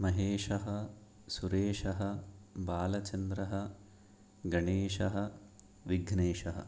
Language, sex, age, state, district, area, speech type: Sanskrit, male, 30-45, Karnataka, Chikkamagaluru, rural, spontaneous